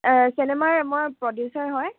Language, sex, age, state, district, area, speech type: Assamese, female, 18-30, Assam, Dibrugarh, rural, conversation